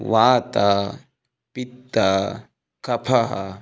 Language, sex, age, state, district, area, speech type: Sanskrit, male, 18-30, Karnataka, Uttara Kannada, rural, spontaneous